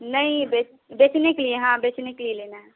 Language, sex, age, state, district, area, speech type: Hindi, female, 18-30, Bihar, Vaishali, rural, conversation